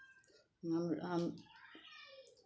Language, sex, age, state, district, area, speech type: Hindi, female, 30-45, Uttar Pradesh, Azamgarh, rural, spontaneous